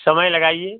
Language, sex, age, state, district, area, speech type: Hindi, male, 45-60, Uttar Pradesh, Ghazipur, rural, conversation